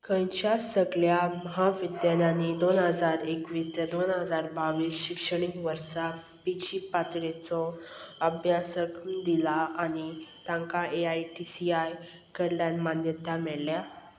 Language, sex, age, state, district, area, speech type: Goan Konkani, female, 18-30, Goa, Salcete, rural, read